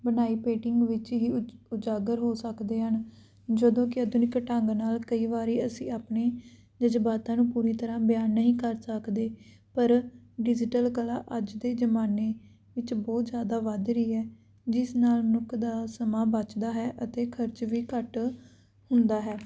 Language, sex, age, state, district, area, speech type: Punjabi, female, 18-30, Punjab, Patiala, rural, spontaneous